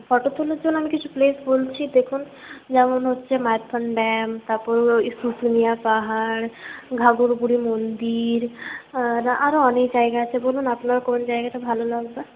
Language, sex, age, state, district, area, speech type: Bengali, female, 18-30, West Bengal, Paschim Bardhaman, urban, conversation